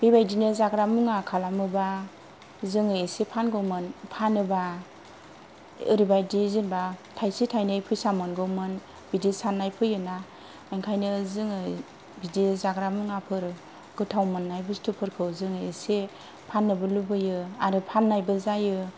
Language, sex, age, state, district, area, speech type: Bodo, female, 30-45, Assam, Kokrajhar, rural, spontaneous